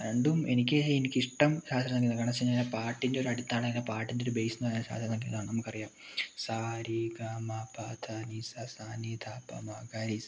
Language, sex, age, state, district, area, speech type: Malayalam, male, 18-30, Kerala, Wayanad, rural, spontaneous